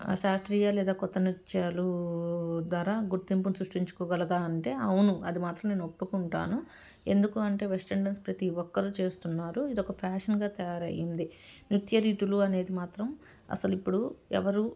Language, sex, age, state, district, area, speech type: Telugu, female, 30-45, Telangana, Medchal, urban, spontaneous